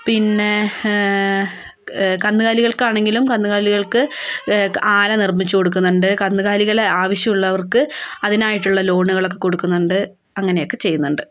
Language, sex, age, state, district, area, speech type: Malayalam, female, 18-30, Kerala, Wayanad, rural, spontaneous